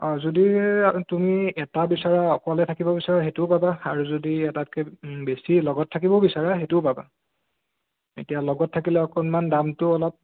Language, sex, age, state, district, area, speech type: Assamese, male, 18-30, Assam, Sonitpur, rural, conversation